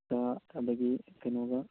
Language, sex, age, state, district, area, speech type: Manipuri, male, 30-45, Manipur, Kakching, rural, conversation